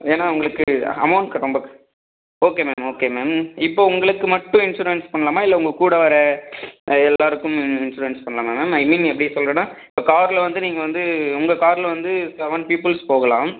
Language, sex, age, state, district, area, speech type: Tamil, male, 30-45, Tamil Nadu, Viluppuram, rural, conversation